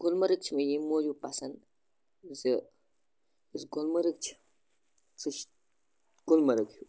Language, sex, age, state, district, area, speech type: Kashmiri, male, 30-45, Jammu and Kashmir, Bandipora, rural, spontaneous